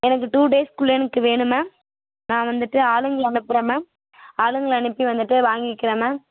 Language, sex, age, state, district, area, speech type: Tamil, female, 18-30, Tamil Nadu, Mayiladuthurai, urban, conversation